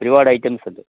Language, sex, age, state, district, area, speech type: Malayalam, male, 60+, Kerala, Kottayam, urban, conversation